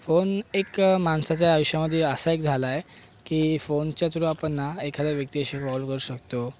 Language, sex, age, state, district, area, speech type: Marathi, male, 18-30, Maharashtra, Thane, urban, spontaneous